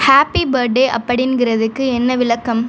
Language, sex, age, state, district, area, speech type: Tamil, female, 18-30, Tamil Nadu, Pudukkottai, rural, read